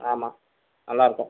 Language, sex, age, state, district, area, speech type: Tamil, male, 60+, Tamil Nadu, Pudukkottai, rural, conversation